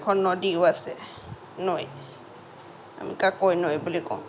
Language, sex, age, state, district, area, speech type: Assamese, female, 60+, Assam, Lakhimpur, rural, spontaneous